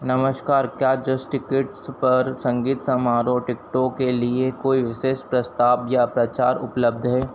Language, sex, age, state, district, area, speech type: Hindi, male, 30-45, Madhya Pradesh, Harda, urban, read